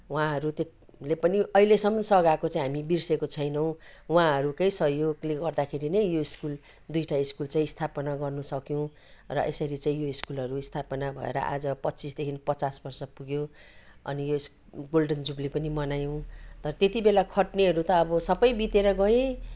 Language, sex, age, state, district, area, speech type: Nepali, female, 60+, West Bengal, Kalimpong, rural, spontaneous